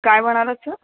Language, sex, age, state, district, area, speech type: Marathi, female, 30-45, Maharashtra, Kolhapur, urban, conversation